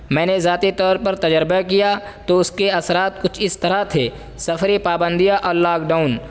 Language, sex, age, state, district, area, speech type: Urdu, male, 18-30, Uttar Pradesh, Saharanpur, urban, spontaneous